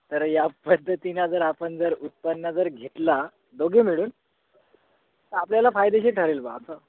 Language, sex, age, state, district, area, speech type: Marathi, male, 30-45, Maharashtra, Gadchiroli, rural, conversation